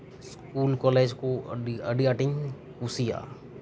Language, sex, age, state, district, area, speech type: Santali, male, 30-45, West Bengal, Birbhum, rural, spontaneous